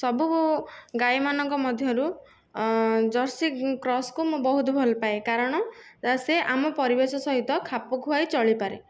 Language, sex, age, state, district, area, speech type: Odia, female, 18-30, Odisha, Nayagarh, rural, spontaneous